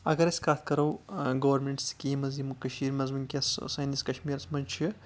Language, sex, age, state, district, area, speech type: Kashmiri, male, 18-30, Jammu and Kashmir, Anantnag, rural, spontaneous